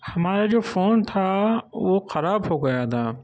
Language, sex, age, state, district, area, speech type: Urdu, male, 45-60, Uttar Pradesh, Gautam Buddha Nagar, urban, spontaneous